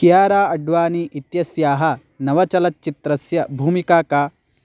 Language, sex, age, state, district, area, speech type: Sanskrit, male, 18-30, Karnataka, Belgaum, rural, read